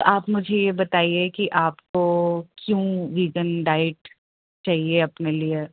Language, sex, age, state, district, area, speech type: Urdu, female, 30-45, Uttar Pradesh, Rampur, urban, conversation